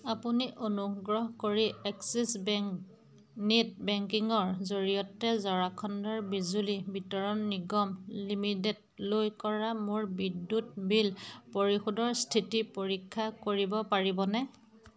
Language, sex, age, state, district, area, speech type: Assamese, female, 30-45, Assam, Majuli, urban, read